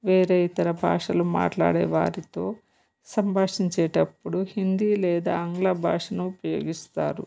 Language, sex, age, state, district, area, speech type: Telugu, female, 30-45, Telangana, Bhadradri Kothagudem, urban, spontaneous